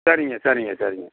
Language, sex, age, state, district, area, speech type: Tamil, male, 45-60, Tamil Nadu, Perambalur, rural, conversation